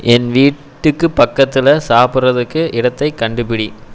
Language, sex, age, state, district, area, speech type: Tamil, male, 18-30, Tamil Nadu, Erode, rural, read